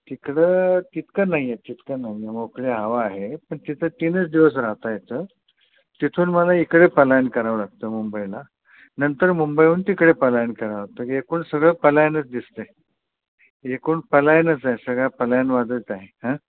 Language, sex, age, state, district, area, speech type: Marathi, male, 60+, Maharashtra, Mumbai Suburban, urban, conversation